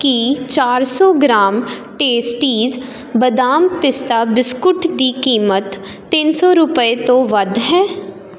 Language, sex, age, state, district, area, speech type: Punjabi, female, 18-30, Punjab, Jalandhar, urban, read